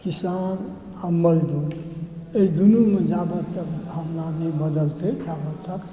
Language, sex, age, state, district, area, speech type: Maithili, male, 60+, Bihar, Supaul, rural, spontaneous